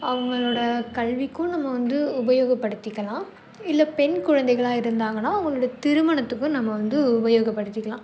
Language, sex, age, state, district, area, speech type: Tamil, female, 18-30, Tamil Nadu, Nagapattinam, rural, spontaneous